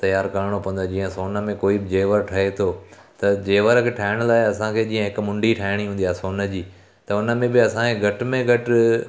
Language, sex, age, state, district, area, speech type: Sindhi, male, 30-45, Gujarat, Surat, urban, spontaneous